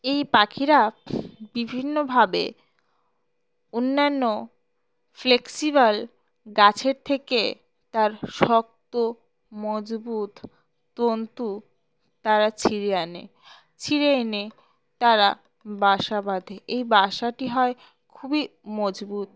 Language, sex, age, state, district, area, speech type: Bengali, female, 18-30, West Bengal, Birbhum, urban, spontaneous